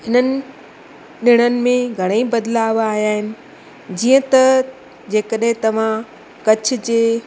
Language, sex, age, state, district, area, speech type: Sindhi, female, 45-60, Gujarat, Kutch, urban, spontaneous